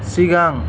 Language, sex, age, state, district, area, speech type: Bodo, male, 30-45, Assam, Chirang, rural, read